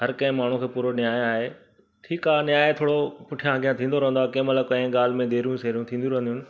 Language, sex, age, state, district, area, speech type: Sindhi, male, 45-60, Gujarat, Surat, urban, spontaneous